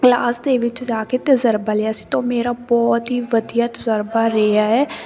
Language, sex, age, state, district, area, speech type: Punjabi, female, 18-30, Punjab, Sangrur, rural, spontaneous